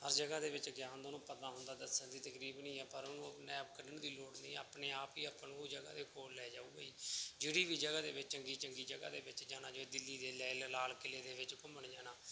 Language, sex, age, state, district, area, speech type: Punjabi, male, 30-45, Punjab, Bathinda, urban, spontaneous